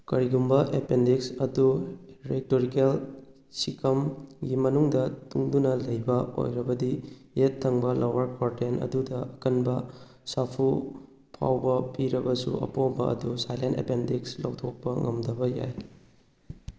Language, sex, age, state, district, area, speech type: Manipuri, male, 18-30, Manipur, Kakching, rural, read